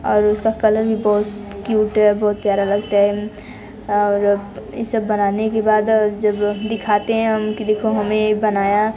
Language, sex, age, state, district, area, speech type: Hindi, female, 30-45, Uttar Pradesh, Mirzapur, rural, spontaneous